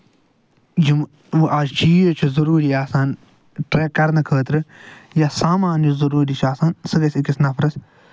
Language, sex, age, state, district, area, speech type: Kashmiri, male, 60+, Jammu and Kashmir, Ganderbal, urban, spontaneous